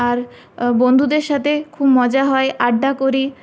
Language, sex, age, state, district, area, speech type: Bengali, female, 18-30, West Bengal, Purulia, urban, spontaneous